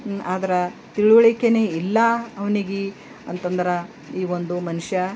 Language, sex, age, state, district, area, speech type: Kannada, female, 60+, Karnataka, Bidar, urban, spontaneous